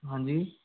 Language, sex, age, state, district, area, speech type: Hindi, male, 30-45, Rajasthan, Jaipur, urban, conversation